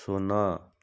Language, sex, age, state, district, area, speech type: Odia, male, 60+, Odisha, Bhadrak, rural, read